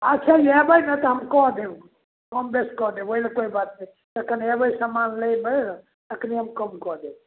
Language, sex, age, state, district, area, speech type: Maithili, male, 60+, Bihar, Samastipur, rural, conversation